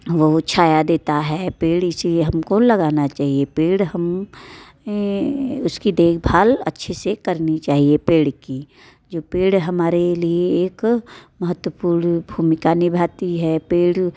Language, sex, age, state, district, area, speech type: Hindi, female, 30-45, Uttar Pradesh, Mirzapur, rural, spontaneous